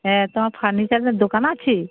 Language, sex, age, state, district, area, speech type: Bengali, female, 60+, West Bengal, Darjeeling, rural, conversation